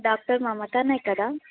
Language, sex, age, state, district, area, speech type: Telugu, female, 18-30, Telangana, Mahbubnagar, rural, conversation